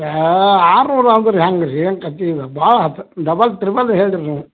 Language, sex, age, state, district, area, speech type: Kannada, male, 45-60, Karnataka, Belgaum, rural, conversation